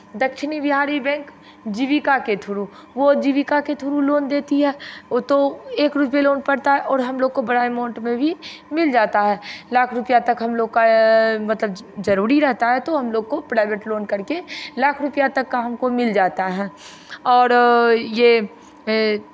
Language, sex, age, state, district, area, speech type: Hindi, female, 45-60, Bihar, Begusarai, rural, spontaneous